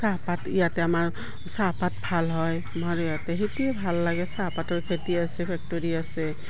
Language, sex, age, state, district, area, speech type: Assamese, female, 60+, Assam, Udalguri, rural, spontaneous